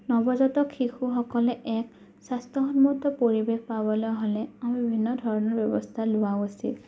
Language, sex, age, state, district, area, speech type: Assamese, female, 18-30, Assam, Morigaon, rural, spontaneous